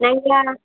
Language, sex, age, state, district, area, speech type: Kannada, female, 60+, Karnataka, Dakshina Kannada, rural, conversation